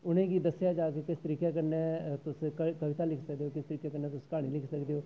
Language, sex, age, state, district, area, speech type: Dogri, male, 45-60, Jammu and Kashmir, Jammu, rural, spontaneous